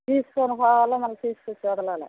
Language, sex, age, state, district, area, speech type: Telugu, female, 60+, Andhra Pradesh, Nellore, rural, conversation